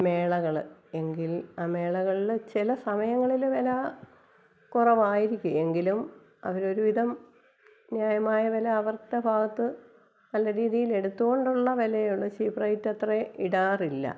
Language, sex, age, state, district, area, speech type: Malayalam, female, 45-60, Kerala, Kottayam, rural, spontaneous